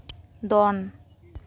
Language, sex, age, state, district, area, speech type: Santali, female, 18-30, West Bengal, Paschim Bardhaman, rural, read